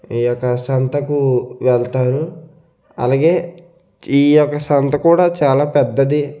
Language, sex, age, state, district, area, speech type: Telugu, male, 30-45, Andhra Pradesh, Konaseema, rural, spontaneous